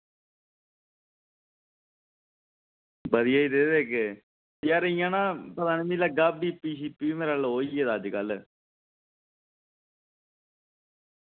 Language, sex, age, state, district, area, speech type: Dogri, male, 18-30, Jammu and Kashmir, Samba, urban, conversation